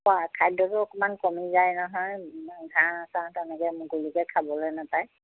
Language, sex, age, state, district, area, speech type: Assamese, female, 60+, Assam, Majuli, urban, conversation